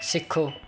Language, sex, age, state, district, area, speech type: Punjabi, male, 18-30, Punjab, Mansa, urban, read